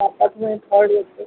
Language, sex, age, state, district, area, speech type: Marathi, female, 45-60, Maharashtra, Mumbai Suburban, urban, conversation